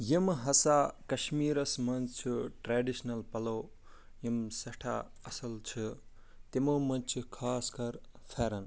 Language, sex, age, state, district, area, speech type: Kashmiri, male, 45-60, Jammu and Kashmir, Ganderbal, urban, spontaneous